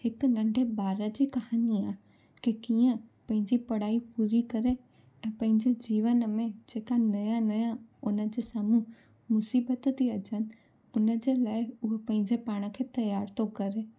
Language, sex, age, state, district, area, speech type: Sindhi, female, 18-30, Gujarat, Junagadh, urban, spontaneous